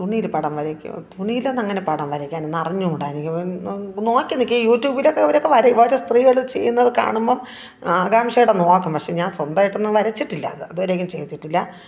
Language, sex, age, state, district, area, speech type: Malayalam, female, 45-60, Kerala, Thiruvananthapuram, rural, spontaneous